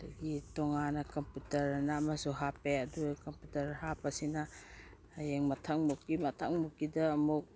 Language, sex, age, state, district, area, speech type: Manipuri, female, 45-60, Manipur, Imphal East, rural, spontaneous